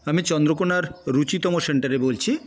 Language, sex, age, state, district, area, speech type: Bengali, male, 60+, West Bengal, Paschim Medinipur, rural, spontaneous